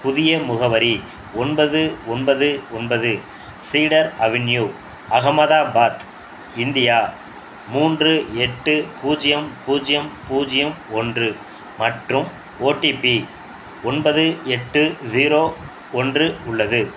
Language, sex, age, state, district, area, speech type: Tamil, male, 45-60, Tamil Nadu, Thanjavur, rural, read